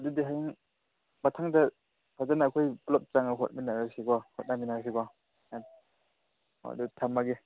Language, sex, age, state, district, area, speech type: Manipuri, male, 18-30, Manipur, Chandel, rural, conversation